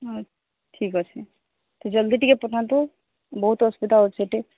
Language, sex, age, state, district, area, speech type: Odia, female, 30-45, Odisha, Sambalpur, rural, conversation